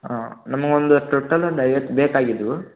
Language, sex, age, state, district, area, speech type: Kannada, male, 18-30, Karnataka, Gadag, rural, conversation